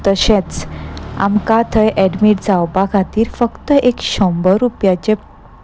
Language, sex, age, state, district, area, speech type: Goan Konkani, female, 30-45, Goa, Salcete, urban, spontaneous